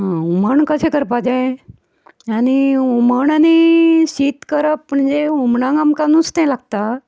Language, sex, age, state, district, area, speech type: Goan Konkani, female, 60+, Goa, Ponda, rural, spontaneous